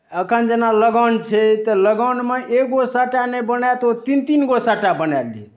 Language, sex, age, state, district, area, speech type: Maithili, male, 60+, Bihar, Darbhanga, rural, spontaneous